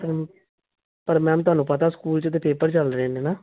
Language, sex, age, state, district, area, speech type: Punjabi, male, 30-45, Punjab, Tarn Taran, urban, conversation